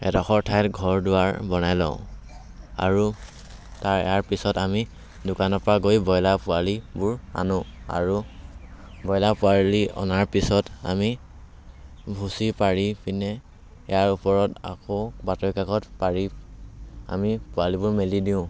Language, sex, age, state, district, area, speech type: Assamese, male, 18-30, Assam, Dhemaji, rural, spontaneous